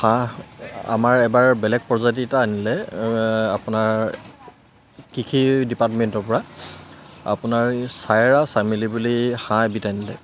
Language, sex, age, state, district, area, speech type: Assamese, male, 30-45, Assam, Charaideo, urban, spontaneous